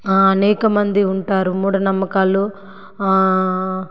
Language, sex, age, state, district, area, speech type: Telugu, female, 45-60, Andhra Pradesh, Sri Balaji, urban, spontaneous